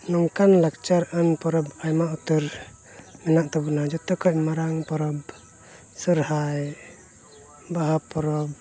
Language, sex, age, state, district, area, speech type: Santali, male, 30-45, Jharkhand, Pakur, rural, spontaneous